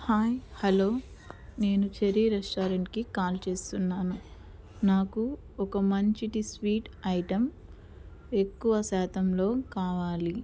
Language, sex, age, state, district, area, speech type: Telugu, female, 30-45, Andhra Pradesh, Nellore, urban, spontaneous